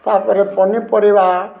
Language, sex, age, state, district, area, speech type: Odia, male, 60+, Odisha, Balangir, urban, spontaneous